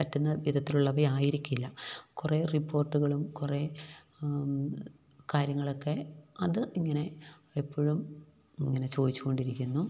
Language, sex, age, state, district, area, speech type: Malayalam, female, 45-60, Kerala, Idukki, rural, spontaneous